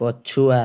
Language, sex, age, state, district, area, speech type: Odia, male, 18-30, Odisha, Kendujhar, urban, read